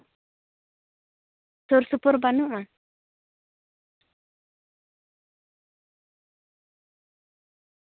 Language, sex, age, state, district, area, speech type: Santali, female, 18-30, West Bengal, Jhargram, rural, conversation